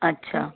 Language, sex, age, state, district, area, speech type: Marathi, female, 30-45, Maharashtra, Yavatmal, rural, conversation